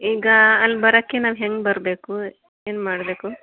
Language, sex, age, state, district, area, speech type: Kannada, female, 30-45, Karnataka, Mysore, urban, conversation